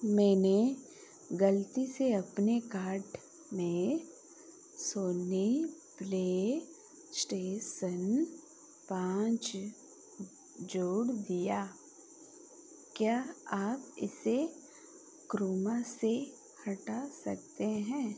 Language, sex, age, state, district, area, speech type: Hindi, female, 45-60, Madhya Pradesh, Chhindwara, rural, read